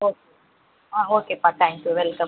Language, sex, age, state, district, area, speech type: Tamil, female, 45-60, Tamil Nadu, Cuddalore, rural, conversation